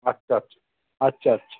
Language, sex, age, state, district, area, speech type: Bengali, male, 60+, West Bengal, South 24 Parganas, urban, conversation